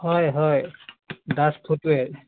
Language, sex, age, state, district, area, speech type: Assamese, male, 45-60, Assam, Biswanath, rural, conversation